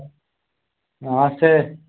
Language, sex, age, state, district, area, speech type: Telugu, male, 18-30, Telangana, Kamareddy, urban, conversation